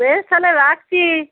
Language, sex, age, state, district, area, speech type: Bengali, female, 60+, West Bengal, Cooch Behar, rural, conversation